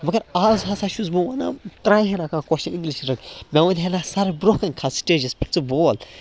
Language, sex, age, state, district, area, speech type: Kashmiri, male, 18-30, Jammu and Kashmir, Baramulla, rural, spontaneous